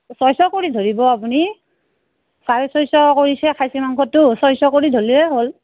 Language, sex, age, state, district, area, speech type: Assamese, female, 30-45, Assam, Udalguri, rural, conversation